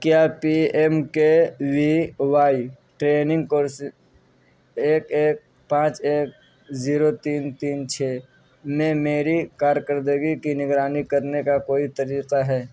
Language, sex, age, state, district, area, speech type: Urdu, male, 18-30, Uttar Pradesh, Saharanpur, urban, read